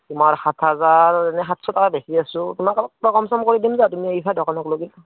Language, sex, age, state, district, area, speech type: Assamese, male, 30-45, Assam, Barpeta, rural, conversation